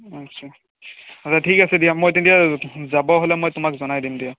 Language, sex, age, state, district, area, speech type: Assamese, male, 30-45, Assam, Biswanath, rural, conversation